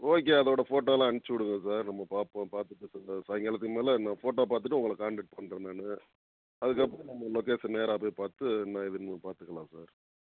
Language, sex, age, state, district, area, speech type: Tamil, male, 60+, Tamil Nadu, Tiruchirappalli, urban, conversation